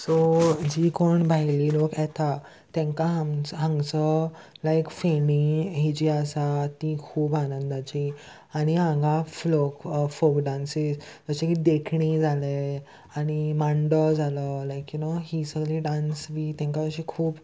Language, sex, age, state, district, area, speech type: Goan Konkani, male, 18-30, Goa, Salcete, urban, spontaneous